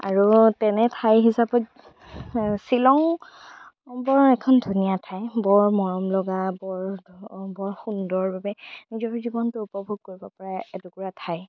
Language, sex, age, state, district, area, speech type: Assamese, female, 18-30, Assam, Darrang, rural, spontaneous